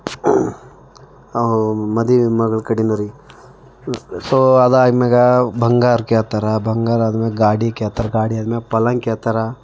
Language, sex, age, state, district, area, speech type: Kannada, male, 30-45, Karnataka, Bidar, urban, spontaneous